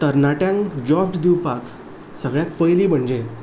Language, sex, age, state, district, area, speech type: Goan Konkani, male, 18-30, Goa, Ponda, rural, spontaneous